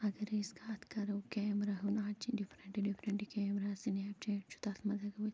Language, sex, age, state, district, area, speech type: Kashmiri, female, 45-60, Jammu and Kashmir, Kulgam, rural, spontaneous